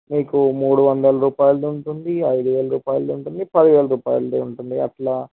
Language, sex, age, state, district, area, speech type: Telugu, male, 18-30, Telangana, Vikarabad, urban, conversation